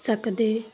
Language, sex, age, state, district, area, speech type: Punjabi, female, 18-30, Punjab, Fazilka, rural, read